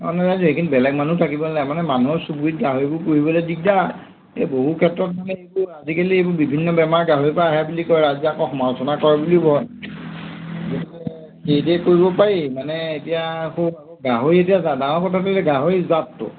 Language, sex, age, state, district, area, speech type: Assamese, male, 45-60, Assam, Golaghat, urban, conversation